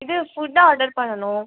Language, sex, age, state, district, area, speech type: Tamil, female, 18-30, Tamil Nadu, Ariyalur, rural, conversation